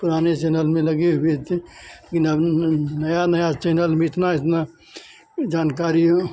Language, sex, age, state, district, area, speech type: Hindi, male, 45-60, Bihar, Madhepura, rural, spontaneous